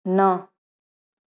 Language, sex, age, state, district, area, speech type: Sindhi, female, 18-30, Gujarat, Junagadh, rural, read